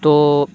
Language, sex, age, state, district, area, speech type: Urdu, male, 30-45, Uttar Pradesh, Lucknow, urban, spontaneous